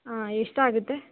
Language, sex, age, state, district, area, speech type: Kannada, female, 18-30, Karnataka, Tumkur, urban, conversation